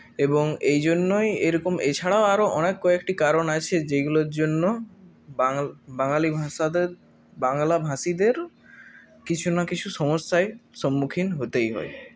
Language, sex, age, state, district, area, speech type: Bengali, male, 18-30, West Bengal, Purulia, urban, spontaneous